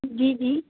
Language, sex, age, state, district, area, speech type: Urdu, female, 30-45, Uttar Pradesh, Lucknow, urban, conversation